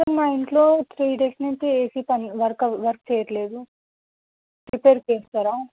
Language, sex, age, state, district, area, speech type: Telugu, female, 18-30, Telangana, Medchal, urban, conversation